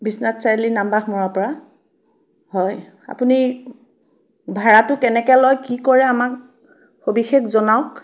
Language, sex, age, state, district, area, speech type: Assamese, female, 30-45, Assam, Biswanath, rural, spontaneous